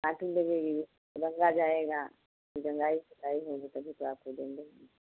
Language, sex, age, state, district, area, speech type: Hindi, female, 60+, Uttar Pradesh, Ayodhya, rural, conversation